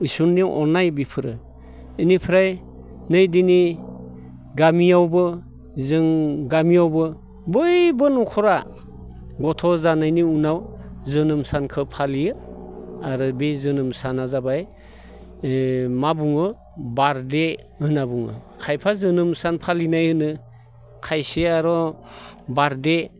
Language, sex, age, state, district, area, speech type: Bodo, male, 60+, Assam, Baksa, rural, spontaneous